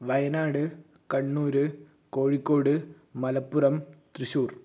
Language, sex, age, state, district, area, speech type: Malayalam, male, 18-30, Kerala, Kozhikode, urban, spontaneous